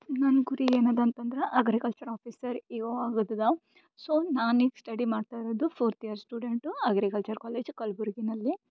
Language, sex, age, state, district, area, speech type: Kannada, female, 18-30, Karnataka, Gulbarga, urban, spontaneous